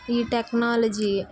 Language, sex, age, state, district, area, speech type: Telugu, female, 18-30, Andhra Pradesh, Guntur, rural, spontaneous